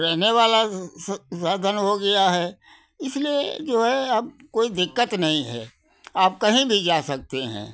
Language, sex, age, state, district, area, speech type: Hindi, male, 60+, Uttar Pradesh, Hardoi, rural, spontaneous